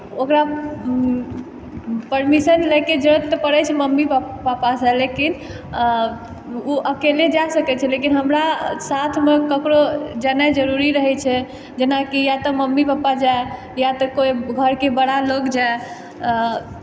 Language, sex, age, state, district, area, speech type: Maithili, female, 18-30, Bihar, Purnia, urban, spontaneous